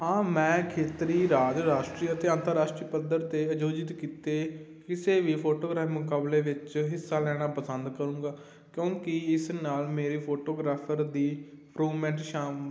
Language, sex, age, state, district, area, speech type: Punjabi, male, 18-30, Punjab, Muktsar, rural, spontaneous